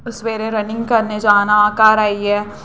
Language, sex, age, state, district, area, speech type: Dogri, female, 18-30, Jammu and Kashmir, Jammu, rural, spontaneous